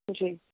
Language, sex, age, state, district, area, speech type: Urdu, female, 30-45, Delhi, East Delhi, urban, conversation